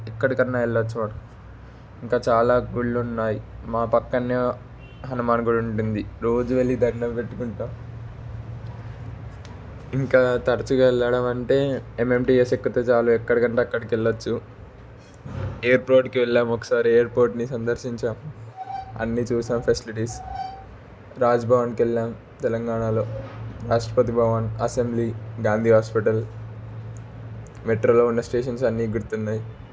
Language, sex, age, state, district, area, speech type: Telugu, male, 30-45, Telangana, Ranga Reddy, urban, spontaneous